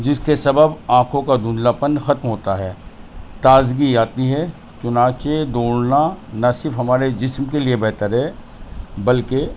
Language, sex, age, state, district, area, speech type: Urdu, male, 45-60, Delhi, North East Delhi, urban, spontaneous